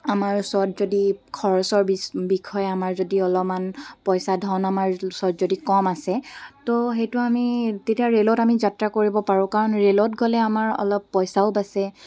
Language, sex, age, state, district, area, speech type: Assamese, female, 18-30, Assam, Dibrugarh, rural, spontaneous